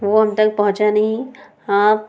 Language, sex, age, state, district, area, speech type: Urdu, female, 60+, Uttar Pradesh, Lucknow, urban, spontaneous